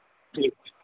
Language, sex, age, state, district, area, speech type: Maithili, male, 60+, Bihar, Saharsa, rural, conversation